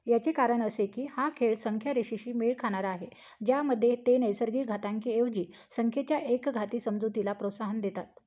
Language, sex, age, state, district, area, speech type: Marathi, female, 30-45, Maharashtra, Amravati, rural, read